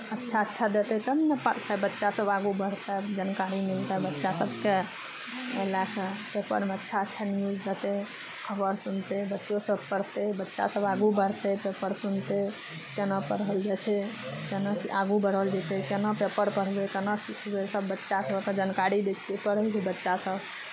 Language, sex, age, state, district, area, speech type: Maithili, female, 30-45, Bihar, Araria, rural, spontaneous